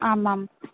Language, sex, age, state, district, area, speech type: Sanskrit, female, 18-30, Odisha, Ganjam, urban, conversation